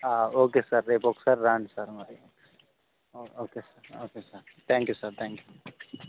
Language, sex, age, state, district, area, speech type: Telugu, male, 18-30, Telangana, Khammam, urban, conversation